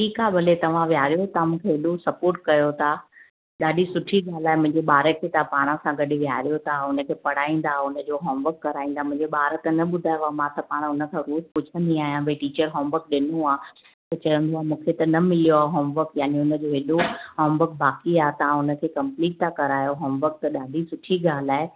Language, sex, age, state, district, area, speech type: Sindhi, female, 30-45, Gujarat, Ahmedabad, urban, conversation